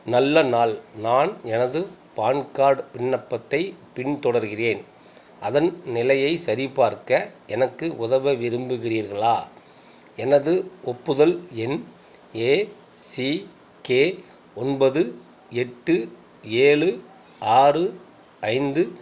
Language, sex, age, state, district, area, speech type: Tamil, male, 45-60, Tamil Nadu, Tiruppur, rural, read